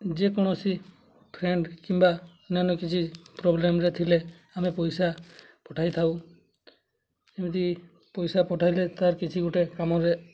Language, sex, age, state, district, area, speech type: Odia, male, 18-30, Odisha, Mayurbhanj, rural, spontaneous